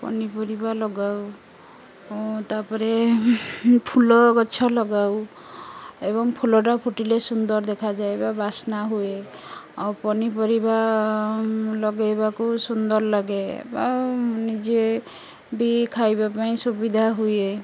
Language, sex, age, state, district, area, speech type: Odia, female, 30-45, Odisha, Jagatsinghpur, rural, spontaneous